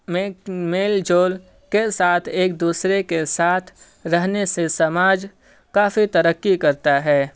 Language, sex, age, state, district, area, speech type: Urdu, male, 18-30, Bihar, Purnia, rural, spontaneous